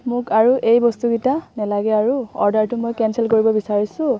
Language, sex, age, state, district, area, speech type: Assamese, female, 18-30, Assam, Kamrup Metropolitan, rural, spontaneous